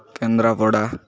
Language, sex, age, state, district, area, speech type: Odia, male, 18-30, Odisha, Malkangiri, urban, spontaneous